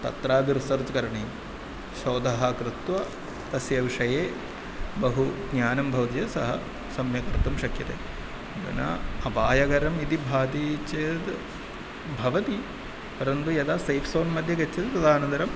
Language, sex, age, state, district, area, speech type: Sanskrit, male, 30-45, Kerala, Ernakulam, urban, spontaneous